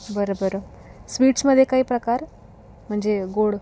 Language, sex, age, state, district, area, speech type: Marathi, female, 18-30, Maharashtra, Raigad, rural, spontaneous